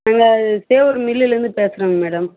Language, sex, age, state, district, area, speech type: Tamil, female, 30-45, Tamil Nadu, Vellore, urban, conversation